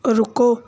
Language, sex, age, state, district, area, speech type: Punjabi, female, 18-30, Punjab, Gurdaspur, rural, read